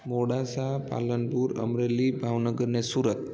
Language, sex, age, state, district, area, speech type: Sindhi, male, 18-30, Gujarat, Junagadh, urban, spontaneous